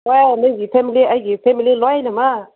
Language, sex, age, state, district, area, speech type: Manipuri, female, 30-45, Manipur, Senapati, rural, conversation